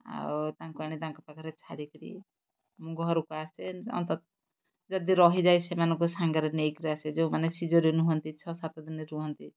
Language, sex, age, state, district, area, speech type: Odia, female, 60+, Odisha, Kendrapara, urban, spontaneous